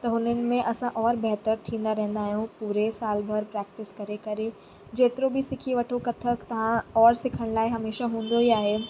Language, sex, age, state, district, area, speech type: Sindhi, female, 18-30, Uttar Pradesh, Lucknow, rural, spontaneous